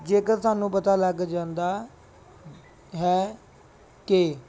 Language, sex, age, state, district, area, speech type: Punjabi, male, 18-30, Punjab, Muktsar, urban, spontaneous